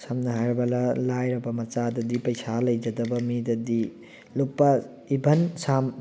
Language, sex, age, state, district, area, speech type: Manipuri, male, 18-30, Manipur, Thoubal, rural, spontaneous